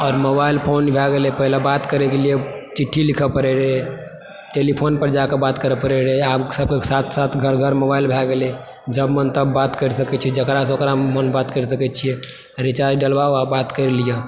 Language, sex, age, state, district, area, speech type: Maithili, male, 18-30, Bihar, Supaul, urban, spontaneous